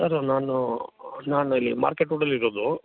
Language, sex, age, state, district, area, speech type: Kannada, male, 45-60, Karnataka, Chikkamagaluru, rural, conversation